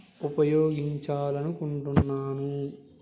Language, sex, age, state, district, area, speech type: Telugu, male, 18-30, Andhra Pradesh, Nellore, urban, read